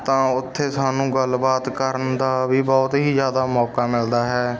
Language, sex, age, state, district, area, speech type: Punjabi, male, 18-30, Punjab, Bathinda, rural, spontaneous